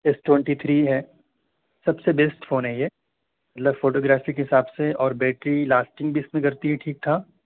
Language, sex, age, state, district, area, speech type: Urdu, male, 18-30, Uttar Pradesh, Saharanpur, urban, conversation